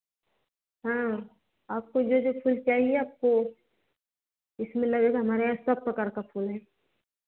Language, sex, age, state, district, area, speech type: Hindi, female, 30-45, Uttar Pradesh, Varanasi, rural, conversation